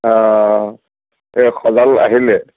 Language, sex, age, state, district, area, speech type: Assamese, male, 60+, Assam, Golaghat, urban, conversation